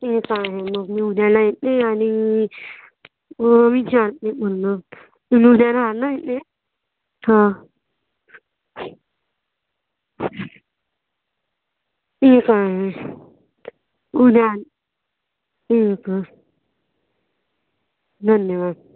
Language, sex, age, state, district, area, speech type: Marathi, female, 18-30, Maharashtra, Nagpur, urban, conversation